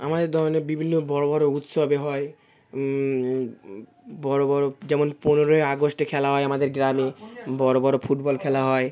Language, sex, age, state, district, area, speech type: Bengali, male, 18-30, West Bengal, South 24 Parganas, rural, spontaneous